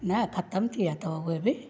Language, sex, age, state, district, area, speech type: Sindhi, female, 45-60, Maharashtra, Thane, rural, spontaneous